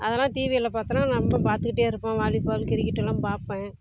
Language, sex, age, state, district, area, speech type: Tamil, female, 30-45, Tamil Nadu, Salem, rural, spontaneous